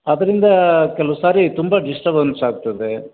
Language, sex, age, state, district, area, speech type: Kannada, male, 60+, Karnataka, Koppal, rural, conversation